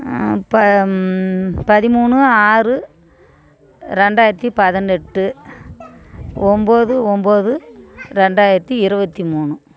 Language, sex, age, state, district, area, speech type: Tamil, female, 45-60, Tamil Nadu, Tiruvannamalai, rural, spontaneous